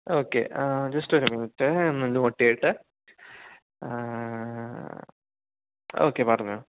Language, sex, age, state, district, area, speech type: Malayalam, male, 18-30, Kerala, Idukki, rural, conversation